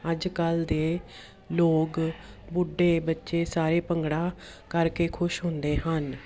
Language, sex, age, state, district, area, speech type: Punjabi, female, 30-45, Punjab, Jalandhar, urban, spontaneous